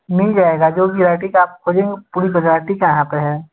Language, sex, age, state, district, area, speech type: Hindi, male, 18-30, Uttar Pradesh, Chandauli, rural, conversation